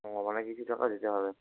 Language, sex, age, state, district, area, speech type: Bengali, male, 60+, West Bengal, Purba Bardhaman, urban, conversation